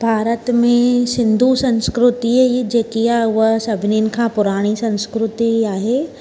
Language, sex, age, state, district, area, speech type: Sindhi, female, 30-45, Maharashtra, Mumbai Suburban, urban, spontaneous